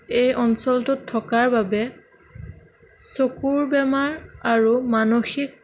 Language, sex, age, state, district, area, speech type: Assamese, female, 18-30, Assam, Sonitpur, rural, spontaneous